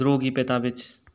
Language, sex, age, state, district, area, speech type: Manipuri, male, 18-30, Manipur, Bishnupur, rural, read